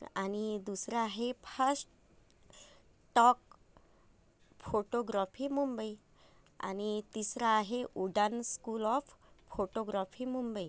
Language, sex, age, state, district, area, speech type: Marathi, female, 30-45, Maharashtra, Amravati, urban, spontaneous